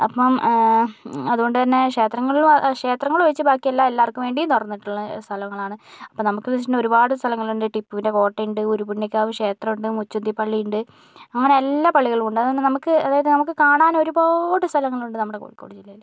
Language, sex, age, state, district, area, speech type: Malayalam, female, 60+, Kerala, Kozhikode, urban, spontaneous